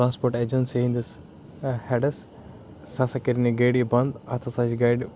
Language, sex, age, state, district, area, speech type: Kashmiri, male, 30-45, Jammu and Kashmir, Baramulla, rural, spontaneous